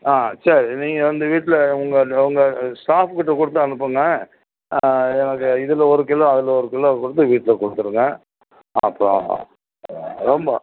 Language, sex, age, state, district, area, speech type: Tamil, male, 60+, Tamil Nadu, Perambalur, rural, conversation